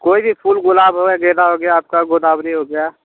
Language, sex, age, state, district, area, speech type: Hindi, male, 18-30, Uttar Pradesh, Mirzapur, rural, conversation